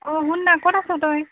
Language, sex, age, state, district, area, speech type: Assamese, female, 18-30, Assam, Tinsukia, urban, conversation